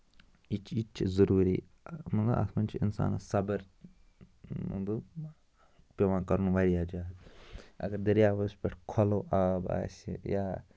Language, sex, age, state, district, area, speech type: Kashmiri, male, 30-45, Jammu and Kashmir, Ganderbal, rural, spontaneous